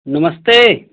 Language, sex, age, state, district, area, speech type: Hindi, male, 30-45, Uttar Pradesh, Mau, urban, conversation